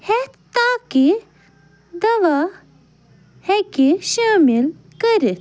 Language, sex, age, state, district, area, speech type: Kashmiri, female, 30-45, Jammu and Kashmir, Ganderbal, rural, read